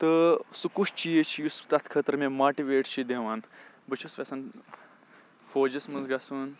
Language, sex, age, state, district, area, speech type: Kashmiri, male, 18-30, Jammu and Kashmir, Bandipora, rural, spontaneous